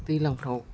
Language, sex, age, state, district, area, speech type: Bodo, female, 60+, Assam, Udalguri, rural, spontaneous